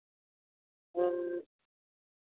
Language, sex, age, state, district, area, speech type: Santali, female, 30-45, Jharkhand, Pakur, rural, conversation